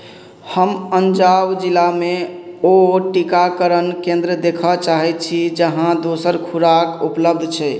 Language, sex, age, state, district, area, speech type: Maithili, male, 30-45, Bihar, Madhubani, rural, read